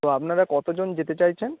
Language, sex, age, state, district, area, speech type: Bengali, male, 30-45, West Bengal, Howrah, urban, conversation